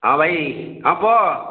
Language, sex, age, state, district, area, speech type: Odia, male, 45-60, Odisha, Khordha, rural, conversation